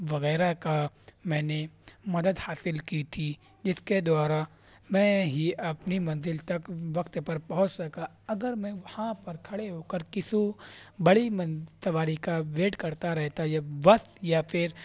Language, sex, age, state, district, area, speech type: Urdu, male, 30-45, Uttar Pradesh, Shahjahanpur, rural, spontaneous